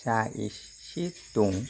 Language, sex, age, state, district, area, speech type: Bodo, male, 60+, Assam, Kokrajhar, urban, spontaneous